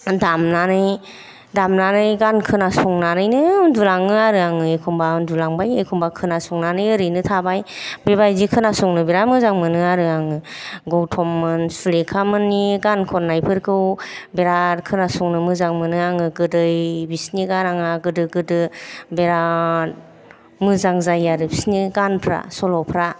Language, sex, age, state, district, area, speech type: Bodo, female, 45-60, Assam, Kokrajhar, urban, spontaneous